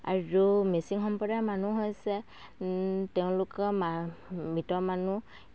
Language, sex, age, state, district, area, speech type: Assamese, female, 45-60, Assam, Dhemaji, rural, spontaneous